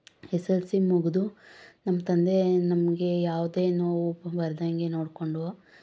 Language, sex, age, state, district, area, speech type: Kannada, female, 30-45, Karnataka, Bangalore Urban, rural, spontaneous